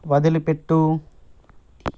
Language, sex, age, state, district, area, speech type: Telugu, male, 18-30, Telangana, Nirmal, rural, read